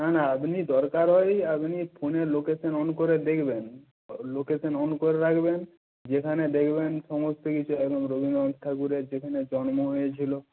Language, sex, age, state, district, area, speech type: Bengali, male, 45-60, West Bengal, Nadia, rural, conversation